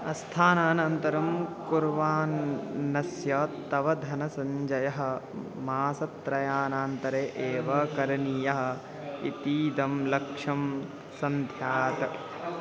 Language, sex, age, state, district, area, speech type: Sanskrit, male, 18-30, Bihar, Madhubani, rural, read